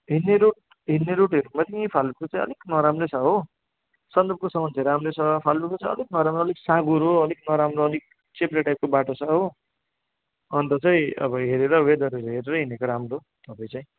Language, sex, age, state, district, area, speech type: Nepali, male, 60+, West Bengal, Darjeeling, rural, conversation